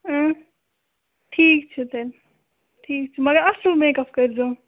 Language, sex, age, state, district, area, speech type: Kashmiri, female, 30-45, Jammu and Kashmir, Budgam, rural, conversation